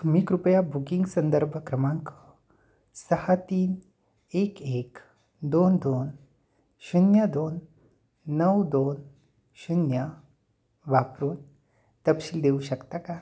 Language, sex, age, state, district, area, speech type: Marathi, male, 30-45, Maharashtra, Satara, urban, read